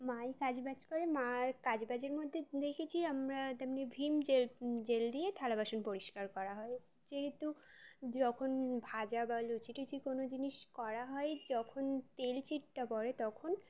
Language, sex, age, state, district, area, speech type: Bengali, female, 18-30, West Bengal, Uttar Dinajpur, urban, spontaneous